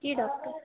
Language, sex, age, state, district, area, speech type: Hindi, female, 18-30, Madhya Pradesh, Chhindwara, urban, conversation